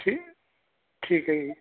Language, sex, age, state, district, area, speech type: Punjabi, male, 45-60, Punjab, Kapurthala, urban, conversation